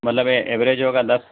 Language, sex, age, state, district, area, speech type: Urdu, male, 45-60, Bihar, Khagaria, rural, conversation